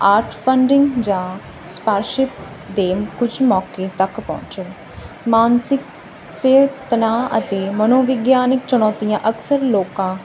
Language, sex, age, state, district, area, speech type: Punjabi, female, 30-45, Punjab, Barnala, rural, spontaneous